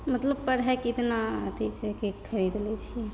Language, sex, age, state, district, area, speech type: Maithili, female, 18-30, Bihar, Begusarai, rural, spontaneous